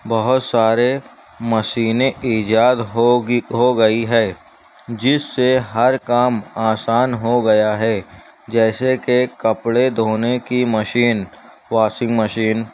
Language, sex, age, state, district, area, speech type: Urdu, male, 18-30, Maharashtra, Nashik, urban, spontaneous